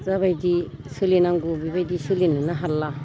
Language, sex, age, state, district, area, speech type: Bodo, female, 45-60, Assam, Udalguri, rural, spontaneous